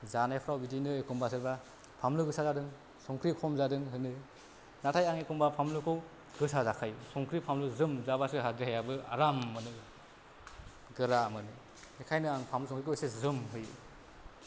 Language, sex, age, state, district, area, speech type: Bodo, male, 30-45, Assam, Kokrajhar, rural, spontaneous